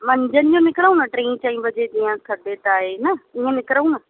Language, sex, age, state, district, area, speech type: Sindhi, female, 45-60, Maharashtra, Mumbai Suburban, urban, conversation